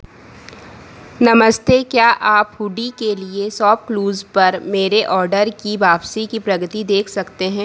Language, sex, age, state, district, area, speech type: Hindi, female, 30-45, Madhya Pradesh, Harda, urban, read